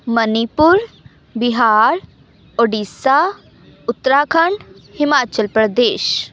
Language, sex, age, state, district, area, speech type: Punjabi, female, 18-30, Punjab, Amritsar, urban, spontaneous